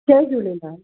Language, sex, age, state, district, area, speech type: Sindhi, female, 45-60, Maharashtra, Mumbai Suburban, urban, conversation